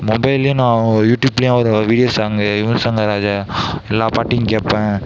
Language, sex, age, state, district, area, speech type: Tamil, male, 18-30, Tamil Nadu, Mayiladuthurai, rural, spontaneous